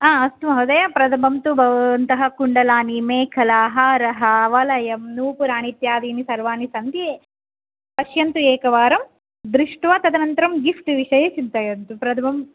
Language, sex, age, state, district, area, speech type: Sanskrit, female, 30-45, Andhra Pradesh, Visakhapatnam, urban, conversation